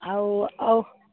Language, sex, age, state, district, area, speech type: Odia, female, 45-60, Odisha, Sambalpur, rural, conversation